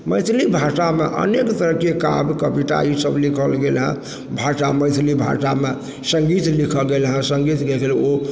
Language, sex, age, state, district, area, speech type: Maithili, male, 60+, Bihar, Supaul, rural, spontaneous